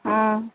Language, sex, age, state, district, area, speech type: Assamese, female, 45-60, Assam, Lakhimpur, rural, conversation